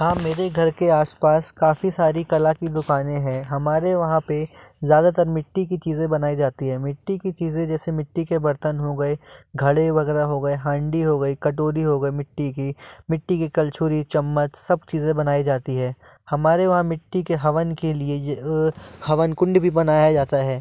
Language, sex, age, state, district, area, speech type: Hindi, male, 18-30, Madhya Pradesh, Jabalpur, urban, spontaneous